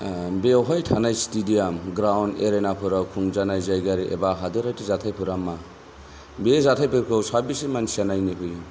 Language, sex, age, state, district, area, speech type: Bodo, male, 45-60, Assam, Kokrajhar, rural, spontaneous